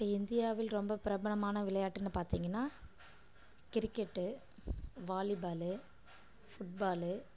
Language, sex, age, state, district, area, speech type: Tamil, female, 30-45, Tamil Nadu, Kallakurichi, rural, spontaneous